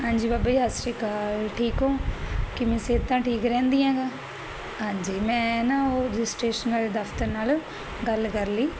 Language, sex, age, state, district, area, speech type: Punjabi, female, 30-45, Punjab, Barnala, rural, spontaneous